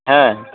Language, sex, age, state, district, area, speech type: Bengali, male, 45-60, West Bengal, Dakshin Dinajpur, rural, conversation